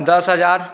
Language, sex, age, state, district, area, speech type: Maithili, male, 18-30, Bihar, Saharsa, rural, spontaneous